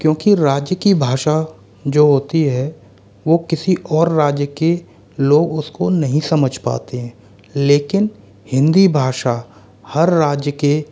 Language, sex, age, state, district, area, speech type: Hindi, male, 60+, Rajasthan, Jaipur, urban, spontaneous